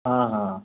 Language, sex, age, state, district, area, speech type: Odia, male, 60+, Odisha, Gajapati, rural, conversation